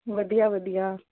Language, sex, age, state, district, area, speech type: Punjabi, female, 30-45, Punjab, Amritsar, urban, conversation